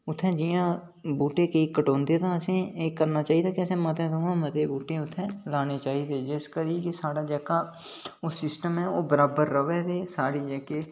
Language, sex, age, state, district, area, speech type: Dogri, male, 18-30, Jammu and Kashmir, Udhampur, rural, spontaneous